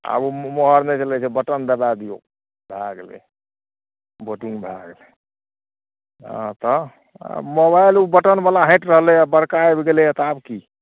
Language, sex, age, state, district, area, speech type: Maithili, male, 60+, Bihar, Madhepura, urban, conversation